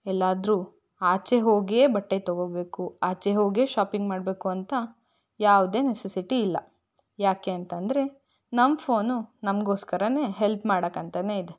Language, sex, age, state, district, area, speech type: Kannada, female, 18-30, Karnataka, Davanagere, rural, spontaneous